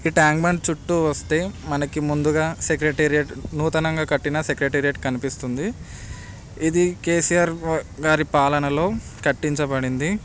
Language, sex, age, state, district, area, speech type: Telugu, male, 18-30, Telangana, Hyderabad, urban, spontaneous